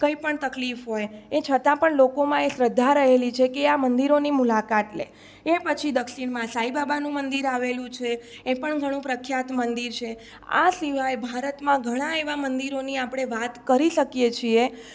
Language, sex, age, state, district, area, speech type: Gujarati, female, 18-30, Gujarat, Surat, rural, spontaneous